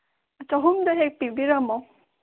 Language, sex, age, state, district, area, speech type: Manipuri, female, 30-45, Manipur, Senapati, rural, conversation